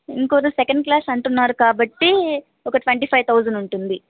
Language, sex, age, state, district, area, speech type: Telugu, female, 18-30, Andhra Pradesh, Nellore, rural, conversation